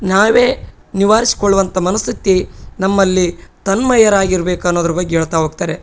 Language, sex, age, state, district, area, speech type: Kannada, male, 30-45, Karnataka, Bellary, rural, spontaneous